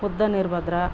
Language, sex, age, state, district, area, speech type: Kannada, female, 45-60, Karnataka, Vijayanagara, rural, spontaneous